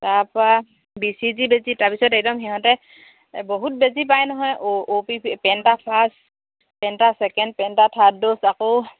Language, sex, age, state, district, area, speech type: Assamese, female, 45-60, Assam, Dibrugarh, rural, conversation